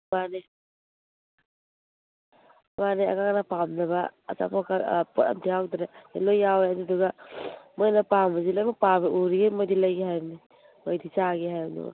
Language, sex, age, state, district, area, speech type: Manipuri, female, 30-45, Manipur, Imphal East, rural, conversation